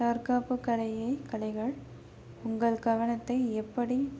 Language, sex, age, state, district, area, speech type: Tamil, female, 18-30, Tamil Nadu, Chennai, urban, spontaneous